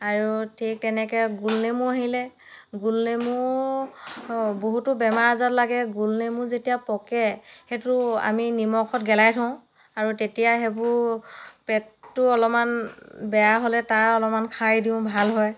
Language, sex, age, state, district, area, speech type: Assamese, female, 30-45, Assam, Dhemaji, rural, spontaneous